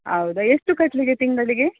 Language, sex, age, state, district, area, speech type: Kannada, female, 30-45, Karnataka, Dakshina Kannada, rural, conversation